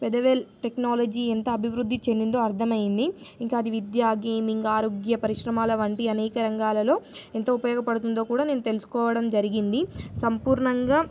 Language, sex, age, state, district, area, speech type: Telugu, female, 18-30, Telangana, Nizamabad, urban, spontaneous